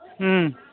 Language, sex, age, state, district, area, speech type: Manipuri, male, 45-60, Manipur, Kangpokpi, urban, conversation